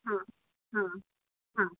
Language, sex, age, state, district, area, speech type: Gujarati, female, 30-45, Gujarat, Kheda, rural, conversation